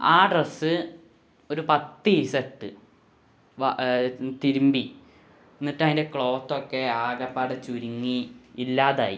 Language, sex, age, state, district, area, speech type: Malayalam, male, 18-30, Kerala, Malappuram, rural, spontaneous